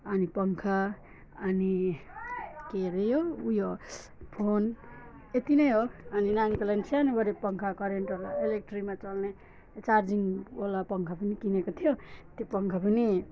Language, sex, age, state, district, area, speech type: Nepali, female, 45-60, West Bengal, Alipurduar, rural, spontaneous